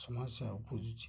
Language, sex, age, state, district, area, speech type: Odia, male, 60+, Odisha, Kendrapara, urban, spontaneous